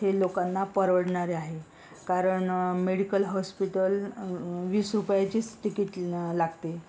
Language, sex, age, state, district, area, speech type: Marathi, female, 45-60, Maharashtra, Yavatmal, rural, spontaneous